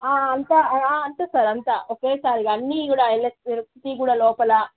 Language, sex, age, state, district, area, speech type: Telugu, female, 30-45, Andhra Pradesh, Krishna, urban, conversation